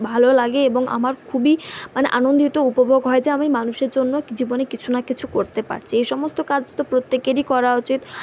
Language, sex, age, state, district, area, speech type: Bengali, female, 45-60, West Bengal, Purulia, urban, spontaneous